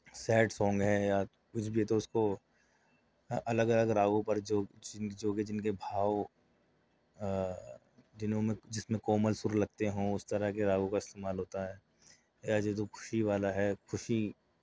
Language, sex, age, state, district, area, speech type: Urdu, male, 30-45, Delhi, South Delhi, urban, spontaneous